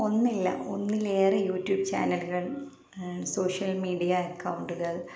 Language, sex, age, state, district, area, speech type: Malayalam, female, 18-30, Kerala, Malappuram, rural, spontaneous